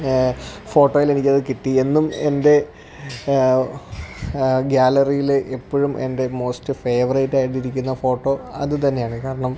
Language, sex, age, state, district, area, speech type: Malayalam, male, 18-30, Kerala, Alappuzha, rural, spontaneous